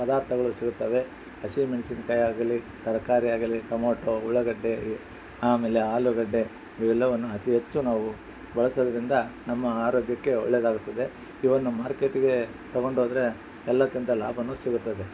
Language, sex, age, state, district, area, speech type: Kannada, male, 45-60, Karnataka, Bellary, rural, spontaneous